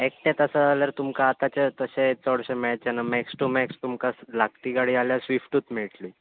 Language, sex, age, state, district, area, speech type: Goan Konkani, male, 18-30, Goa, Bardez, urban, conversation